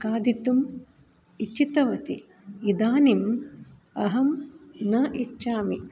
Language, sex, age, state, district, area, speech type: Sanskrit, female, 45-60, Karnataka, Shimoga, rural, spontaneous